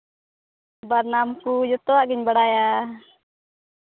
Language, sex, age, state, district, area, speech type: Santali, female, 18-30, Jharkhand, Pakur, rural, conversation